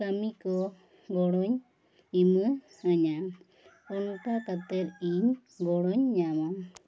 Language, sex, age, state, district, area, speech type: Santali, female, 18-30, West Bengal, Bankura, rural, spontaneous